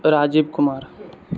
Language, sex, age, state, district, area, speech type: Maithili, male, 18-30, Bihar, Purnia, rural, spontaneous